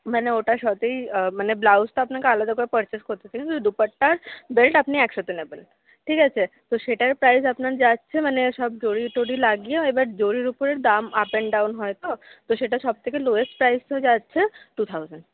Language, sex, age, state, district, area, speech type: Bengali, female, 60+, West Bengal, Paschim Bardhaman, rural, conversation